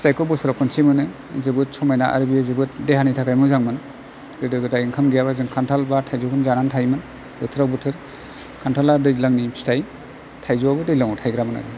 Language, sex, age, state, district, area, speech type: Bodo, male, 45-60, Assam, Chirang, rural, spontaneous